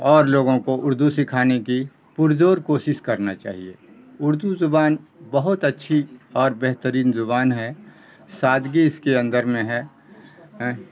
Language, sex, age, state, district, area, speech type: Urdu, male, 60+, Bihar, Khagaria, rural, spontaneous